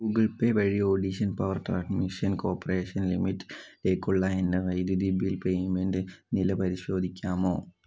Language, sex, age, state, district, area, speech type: Malayalam, male, 18-30, Kerala, Wayanad, rural, read